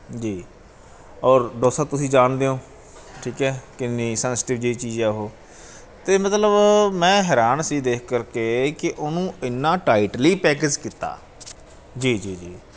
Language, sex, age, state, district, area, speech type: Punjabi, male, 45-60, Punjab, Bathinda, urban, spontaneous